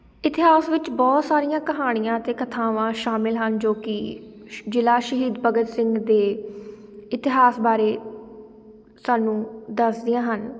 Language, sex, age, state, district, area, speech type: Punjabi, female, 18-30, Punjab, Shaheed Bhagat Singh Nagar, urban, spontaneous